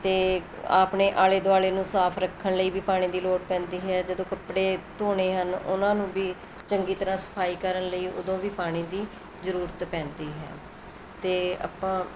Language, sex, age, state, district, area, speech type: Punjabi, female, 45-60, Punjab, Mohali, urban, spontaneous